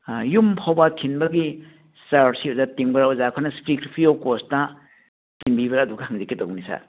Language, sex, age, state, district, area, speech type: Manipuri, male, 60+, Manipur, Churachandpur, urban, conversation